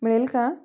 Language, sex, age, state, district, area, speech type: Marathi, female, 30-45, Maharashtra, Sangli, rural, spontaneous